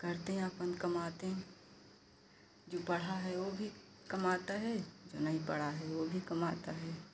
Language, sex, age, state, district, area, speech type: Hindi, female, 45-60, Uttar Pradesh, Pratapgarh, rural, spontaneous